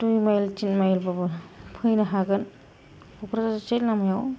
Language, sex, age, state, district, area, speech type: Bodo, female, 45-60, Assam, Kokrajhar, rural, spontaneous